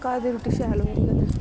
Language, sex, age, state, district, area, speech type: Dogri, female, 18-30, Jammu and Kashmir, Samba, rural, spontaneous